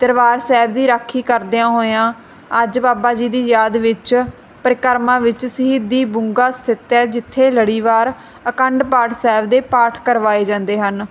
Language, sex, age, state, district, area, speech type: Punjabi, female, 30-45, Punjab, Barnala, rural, spontaneous